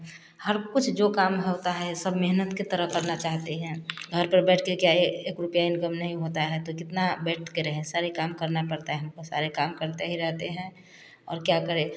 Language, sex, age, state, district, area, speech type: Hindi, female, 45-60, Bihar, Samastipur, rural, spontaneous